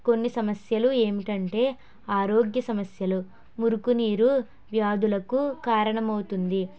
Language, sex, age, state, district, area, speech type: Telugu, female, 18-30, Andhra Pradesh, Kakinada, rural, spontaneous